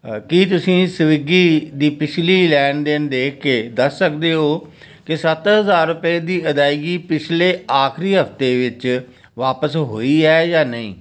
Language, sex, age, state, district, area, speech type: Punjabi, male, 60+, Punjab, Firozpur, urban, read